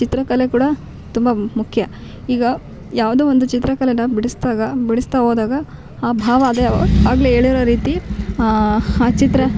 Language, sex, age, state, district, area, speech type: Kannada, female, 18-30, Karnataka, Vijayanagara, rural, spontaneous